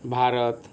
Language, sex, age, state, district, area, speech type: Marathi, male, 18-30, Maharashtra, Yavatmal, rural, spontaneous